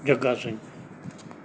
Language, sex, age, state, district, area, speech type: Punjabi, male, 60+, Punjab, Mansa, urban, spontaneous